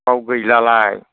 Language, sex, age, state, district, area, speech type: Bodo, male, 60+, Assam, Chirang, rural, conversation